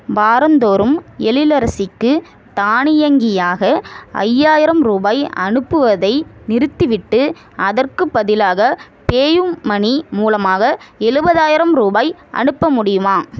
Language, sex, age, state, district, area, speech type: Tamil, female, 45-60, Tamil Nadu, Ariyalur, rural, read